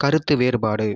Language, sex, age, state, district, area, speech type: Tamil, male, 18-30, Tamil Nadu, Viluppuram, urban, read